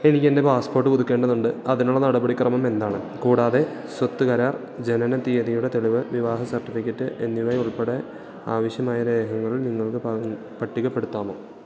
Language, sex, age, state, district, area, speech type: Malayalam, male, 18-30, Kerala, Idukki, rural, read